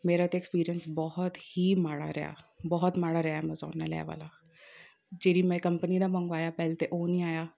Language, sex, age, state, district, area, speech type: Punjabi, female, 30-45, Punjab, Amritsar, urban, spontaneous